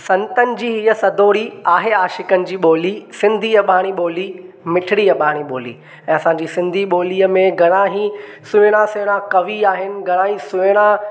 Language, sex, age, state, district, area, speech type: Sindhi, male, 18-30, Maharashtra, Thane, urban, spontaneous